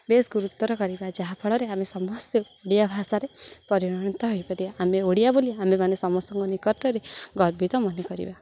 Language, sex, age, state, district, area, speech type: Odia, female, 18-30, Odisha, Jagatsinghpur, rural, spontaneous